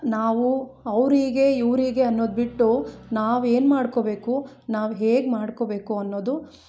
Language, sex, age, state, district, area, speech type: Kannada, female, 30-45, Karnataka, Chikkamagaluru, rural, spontaneous